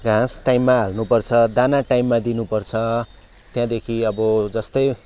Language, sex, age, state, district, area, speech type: Nepali, male, 45-60, West Bengal, Kalimpong, rural, spontaneous